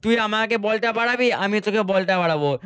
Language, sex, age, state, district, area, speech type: Bengali, male, 45-60, West Bengal, Nadia, rural, spontaneous